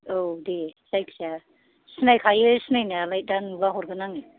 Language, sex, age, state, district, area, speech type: Bodo, female, 60+, Assam, Kokrajhar, urban, conversation